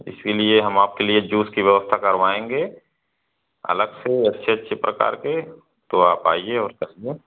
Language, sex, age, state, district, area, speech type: Hindi, male, 18-30, Uttar Pradesh, Pratapgarh, rural, conversation